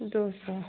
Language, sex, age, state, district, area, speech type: Hindi, female, 30-45, Uttar Pradesh, Chandauli, urban, conversation